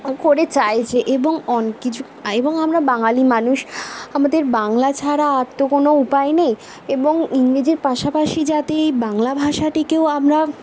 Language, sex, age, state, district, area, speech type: Bengali, female, 18-30, West Bengal, Bankura, urban, spontaneous